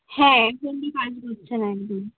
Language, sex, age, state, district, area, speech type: Bengali, female, 30-45, West Bengal, Bankura, urban, conversation